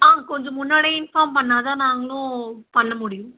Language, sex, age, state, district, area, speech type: Tamil, female, 18-30, Tamil Nadu, Ranipet, urban, conversation